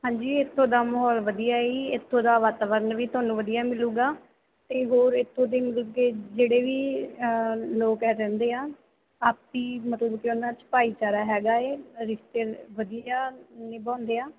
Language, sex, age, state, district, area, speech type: Punjabi, female, 18-30, Punjab, Muktsar, urban, conversation